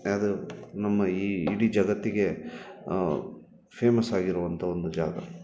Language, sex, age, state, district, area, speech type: Kannada, male, 30-45, Karnataka, Bangalore Urban, urban, spontaneous